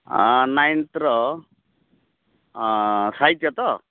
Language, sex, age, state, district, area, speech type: Odia, male, 45-60, Odisha, Rayagada, rural, conversation